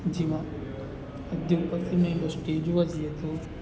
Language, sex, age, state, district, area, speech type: Gujarati, male, 45-60, Gujarat, Narmada, rural, spontaneous